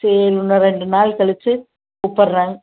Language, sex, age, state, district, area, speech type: Tamil, female, 60+, Tamil Nadu, Tiruppur, rural, conversation